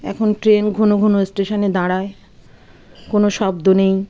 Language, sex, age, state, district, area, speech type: Bengali, female, 30-45, West Bengal, Birbhum, urban, spontaneous